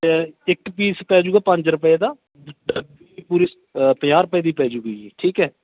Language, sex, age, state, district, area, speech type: Punjabi, male, 30-45, Punjab, Bathinda, rural, conversation